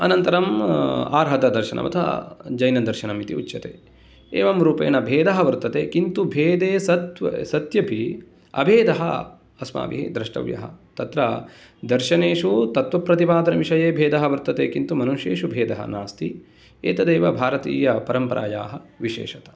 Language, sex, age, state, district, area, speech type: Sanskrit, male, 30-45, Karnataka, Uttara Kannada, rural, spontaneous